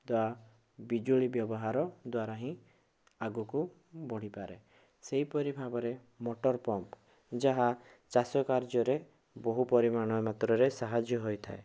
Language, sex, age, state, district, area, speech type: Odia, male, 18-30, Odisha, Bhadrak, rural, spontaneous